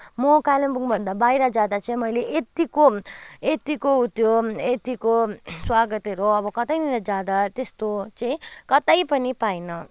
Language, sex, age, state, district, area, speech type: Nepali, female, 18-30, West Bengal, Kalimpong, rural, spontaneous